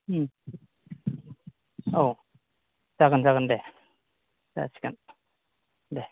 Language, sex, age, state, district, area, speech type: Bodo, male, 45-60, Assam, Kokrajhar, rural, conversation